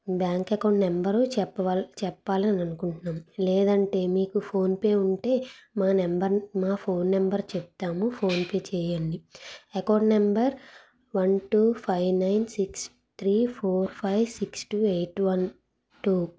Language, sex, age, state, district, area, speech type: Telugu, female, 30-45, Andhra Pradesh, Anakapalli, urban, spontaneous